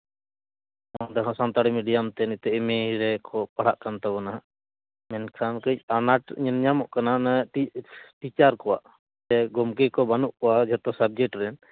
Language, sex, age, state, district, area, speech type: Santali, male, 30-45, West Bengal, Jhargram, rural, conversation